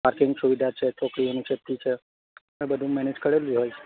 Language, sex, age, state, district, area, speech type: Gujarati, male, 30-45, Gujarat, Narmada, rural, conversation